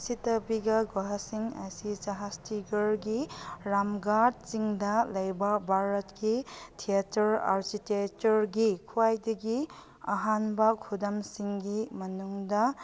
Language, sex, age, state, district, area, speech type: Manipuri, female, 30-45, Manipur, Chandel, rural, read